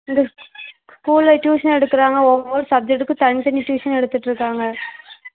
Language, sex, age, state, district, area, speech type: Tamil, female, 18-30, Tamil Nadu, Thoothukudi, rural, conversation